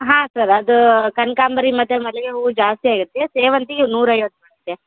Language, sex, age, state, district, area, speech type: Kannada, female, 18-30, Karnataka, Koppal, rural, conversation